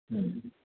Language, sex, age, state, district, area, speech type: Urdu, male, 18-30, Delhi, North West Delhi, urban, conversation